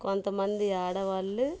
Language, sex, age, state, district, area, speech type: Telugu, female, 30-45, Andhra Pradesh, Bapatla, urban, spontaneous